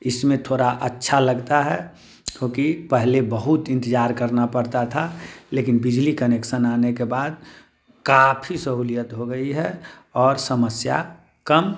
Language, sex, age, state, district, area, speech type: Hindi, male, 30-45, Bihar, Muzaffarpur, rural, spontaneous